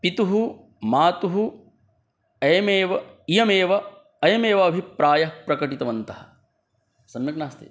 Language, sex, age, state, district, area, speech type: Sanskrit, male, 18-30, Bihar, Gaya, urban, spontaneous